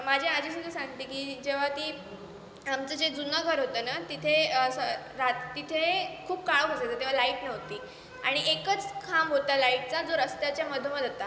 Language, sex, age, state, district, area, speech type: Marathi, female, 18-30, Maharashtra, Sindhudurg, rural, spontaneous